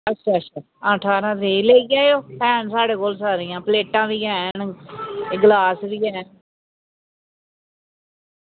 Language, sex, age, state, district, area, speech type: Dogri, female, 60+, Jammu and Kashmir, Reasi, rural, conversation